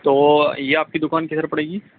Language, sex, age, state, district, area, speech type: Urdu, male, 30-45, Delhi, Central Delhi, urban, conversation